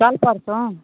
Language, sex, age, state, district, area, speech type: Hindi, female, 60+, Uttar Pradesh, Mau, rural, conversation